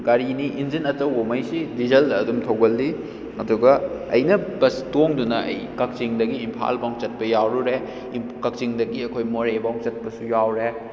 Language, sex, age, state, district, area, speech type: Manipuri, male, 18-30, Manipur, Kakching, rural, spontaneous